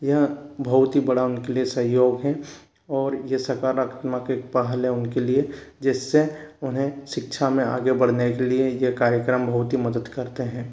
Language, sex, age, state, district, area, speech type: Hindi, male, 30-45, Madhya Pradesh, Bhopal, urban, spontaneous